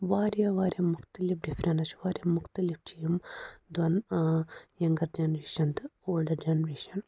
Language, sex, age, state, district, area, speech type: Kashmiri, female, 30-45, Jammu and Kashmir, Pulwama, rural, spontaneous